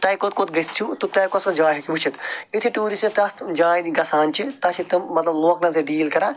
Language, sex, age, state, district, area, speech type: Kashmiri, male, 45-60, Jammu and Kashmir, Budgam, urban, spontaneous